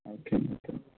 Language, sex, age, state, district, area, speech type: Telugu, female, 30-45, Andhra Pradesh, Konaseema, urban, conversation